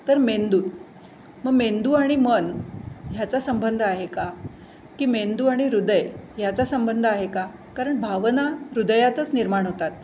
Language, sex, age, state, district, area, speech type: Marathi, female, 60+, Maharashtra, Pune, urban, spontaneous